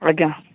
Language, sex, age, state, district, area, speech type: Odia, male, 18-30, Odisha, Jagatsinghpur, rural, conversation